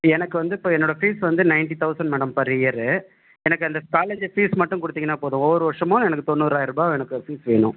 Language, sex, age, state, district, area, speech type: Tamil, male, 30-45, Tamil Nadu, Pudukkottai, rural, conversation